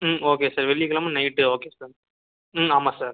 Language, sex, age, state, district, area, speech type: Tamil, male, 18-30, Tamil Nadu, Pudukkottai, rural, conversation